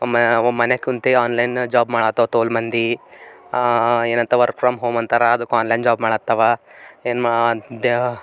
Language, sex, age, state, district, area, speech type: Kannada, male, 18-30, Karnataka, Bidar, urban, spontaneous